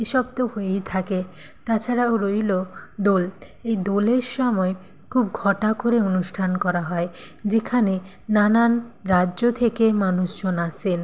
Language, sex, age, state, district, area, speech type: Bengali, female, 30-45, West Bengal, Nadia, rural, spontaneous